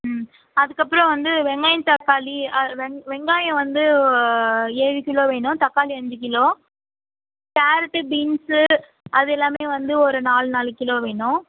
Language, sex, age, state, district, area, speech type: Tamil, female, 30-45, Tamil Nadu, Cuddalore, rural, conversation